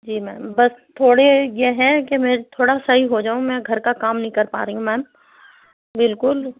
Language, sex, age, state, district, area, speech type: Urdu, female, 45-60, Uttar Pradesh, Rampur, urban, conversation